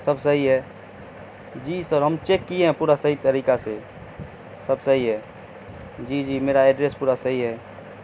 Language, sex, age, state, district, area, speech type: Urdu, male, 18-30, Bihar, Madhubani, rural, spontaneous